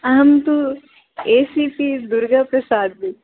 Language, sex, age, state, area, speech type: Sanskrit, other, 18-30, Rajasthan, urban, conversation